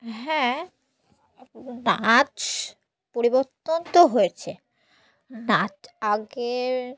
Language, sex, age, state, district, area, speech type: Bengali, female, 18-30, West Bengal, Murshidabad, urban, spontaneous